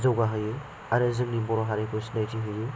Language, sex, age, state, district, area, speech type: Bodo, male, 18-30, Assam, Chirang, urban, spontaneous